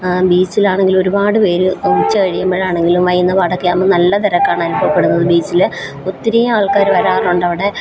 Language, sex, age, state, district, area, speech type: Malayalam, female, 30-45, Kerala, Alappuzha, rural, spontaneous